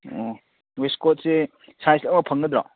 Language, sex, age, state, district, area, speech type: Manipuri, male, 18-30, Manipur, Churachandpur, rural, conversation